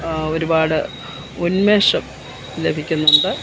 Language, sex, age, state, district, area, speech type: Malayalam, female, 60+, Kerala, Kottayam, urban, spontaneous